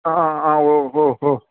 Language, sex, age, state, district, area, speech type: Malayalam, male, 60+, Kerala, Kottayam, rural, conversation